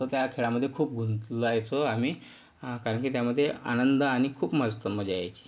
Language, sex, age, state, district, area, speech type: Marathi, male, 45-60, Maharashtra, Yavatmal, urban, spontaneous